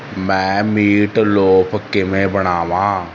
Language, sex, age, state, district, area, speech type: Punjabi, male, 30-45, Punjab, Barnala, rural, read